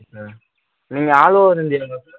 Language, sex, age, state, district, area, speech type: Tamil, male, 18-30, Tamil Nadu, Tiruchirappalli, rural, conversation